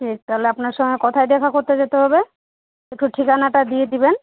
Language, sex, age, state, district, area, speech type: Bengali, female, 30-45, West Bengal, Malda, urban, conversation